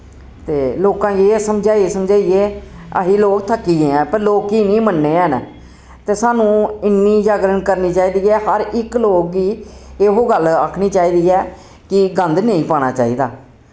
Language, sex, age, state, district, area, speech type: Dogri, female, 60+, Jammu and Kashmir, Jammu, urban, spontaneous